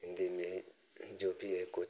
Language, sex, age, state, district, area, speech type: Hindi, male, 45-60, Uttar Pradesh, Mau, rural, spontaneous